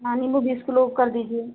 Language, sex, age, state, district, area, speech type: Hindi, female, 30-45, Uttar Pradesh, Sitapur, rural, conversation